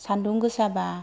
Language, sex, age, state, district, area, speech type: Bodo, female, 30-45, Assam, Kokrajhar, rural, spontaneous